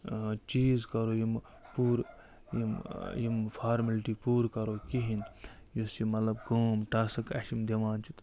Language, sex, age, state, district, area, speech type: Kashmiri, male, 45-60, Jammu and Kashmir, Budgam, rural, spontaneous